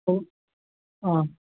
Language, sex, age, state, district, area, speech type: Assamese, male, 60+, Assam, Charaideo, urban, conversation